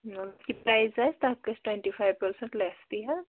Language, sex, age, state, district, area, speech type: Kashmiri, female, 18-30, Jammu and Kashmir, Pulwama, rural, conversation